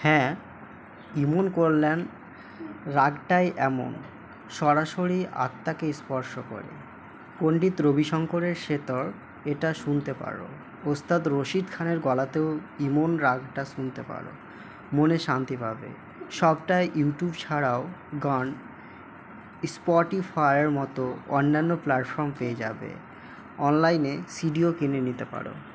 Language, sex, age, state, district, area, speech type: Bengali, male, 18-30, West Bengal, Malda, urban, read